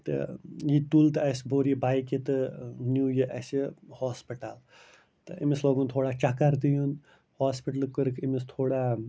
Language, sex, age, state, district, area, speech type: Kashmiri, male, 30-45, Jammu and Kashmir, Bandipora, rural, spontaneous